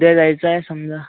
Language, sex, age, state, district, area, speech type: Marathi, male, 30-45, Maharashtra, Amravati, rural, conversation